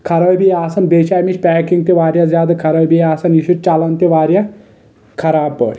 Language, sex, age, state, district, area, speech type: Kashmiri, male, 18-30, Jammu and Kashmir, Kulgam, urban, spontaneous